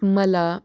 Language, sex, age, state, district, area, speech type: Marathi, female, 18-30, Maharashtra, Osmanabad, rural, spontaneous